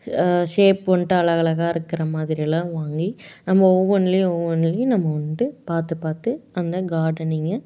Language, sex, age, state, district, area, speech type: Tamil, female, 18-30, Tamil Nadu, Salem, urban, spontaneous